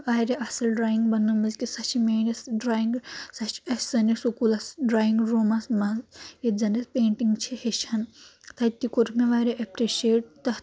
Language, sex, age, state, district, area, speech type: Kashmiri, female, 18-30, Jammu and Kashmir, Anantnag, rural, spontaneous